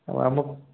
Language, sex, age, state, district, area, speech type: Odia, male, 30-45, Odisha, Koraput, urban, conversation